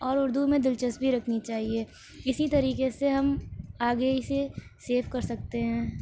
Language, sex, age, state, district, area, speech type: Urdu, female, 18-30, Uttar Pradesh, Shahjahanpur, urban, spontaneous